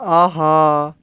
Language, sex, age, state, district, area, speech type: Kashmiri, male, 30-45, Jammu and Kashmir, Anantnag, rural, read